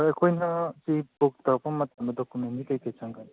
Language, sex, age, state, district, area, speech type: Manipuri, male, 30-45, Manipur, Imphal East, rural, conversation